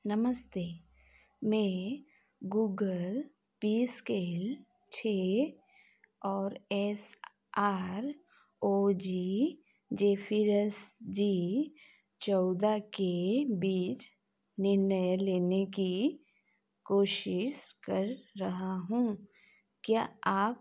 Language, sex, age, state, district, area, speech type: Hindi, female, 45-60, Madhya Pradesh, Chhindwara, rural, read